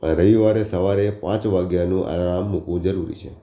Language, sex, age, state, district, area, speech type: Gujarati, male, 60+, Gujarat, Ahmedabad, urban, read